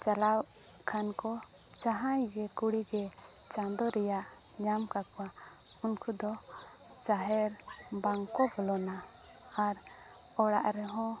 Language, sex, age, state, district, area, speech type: Santali, female, 18-30, Jharkhand, Seraikela Kharsawan, rural, spontaneous